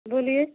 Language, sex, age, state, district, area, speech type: Hindi, female, 60+, Uttar Pradesh, Mau, rural, conversation